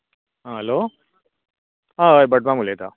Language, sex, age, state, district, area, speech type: Goan Konkani, male, 60+, Goa, Canacona, rural, conversation